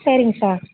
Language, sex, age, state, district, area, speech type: Tamil, female, 18-30, Tamil Nadu, Madurai, urban, conversation